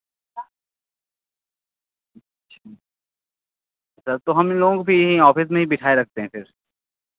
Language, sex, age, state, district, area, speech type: Hindi, male, 45-60, Uttar Pradesh, Lucknow, rural, conversation